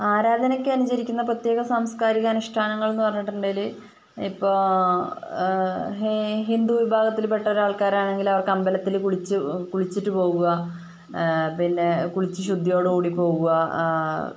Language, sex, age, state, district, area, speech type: Malayalam, female, 30-45, Kerala, Wayanad, rural, spontaneous